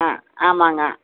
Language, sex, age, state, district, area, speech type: Tamil, female, 60+, Tamil Nadu, Coimbatore, urban, conversation